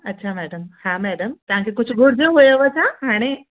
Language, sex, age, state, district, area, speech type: Sindhi, female, 30-45, Gujarat, Kutch, urban, conversation